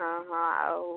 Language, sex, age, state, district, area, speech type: Odia, female, 18-30, Odisha, Ganjam, urban, conversation